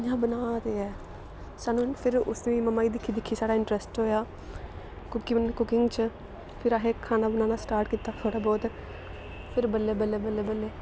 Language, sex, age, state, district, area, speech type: Dogri, female, 18-30, Jammu and Kashmir, Samba, rural, spontaneous